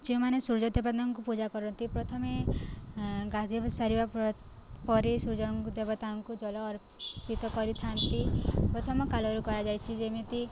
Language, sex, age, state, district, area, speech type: Odia, female, 18-30, Odisha, Subarnapur, urban, spontaneous